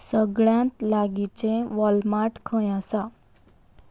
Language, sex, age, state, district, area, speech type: Goan Konkani, female, 18-30, Goa, Quepem, rural, read